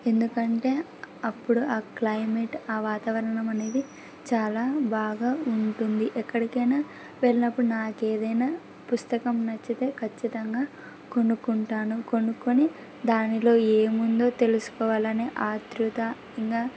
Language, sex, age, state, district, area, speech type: Telugu, female, 18-30, Andhra Pradesh, Kurnool, rural, spontaneous